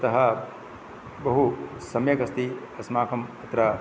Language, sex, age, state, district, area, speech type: Sanskrit, male, 45-60, Kerala, Kasaragod, urban, spontaneous